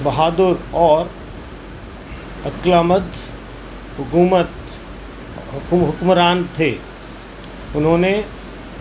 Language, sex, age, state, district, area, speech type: Urdu, male, 45-60, Uttar Pradesh, Gautam Buddha Nagar, urban, spontaneous